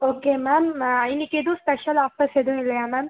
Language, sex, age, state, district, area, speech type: Tamil, male, 45-60, Tamil Nadu, Ariyalur, rural, conversation